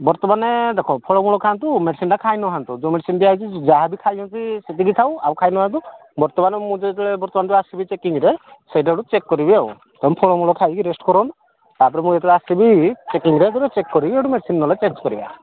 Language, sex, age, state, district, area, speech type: Odia, male, 45-60, Odisha, Angul, rural, conversation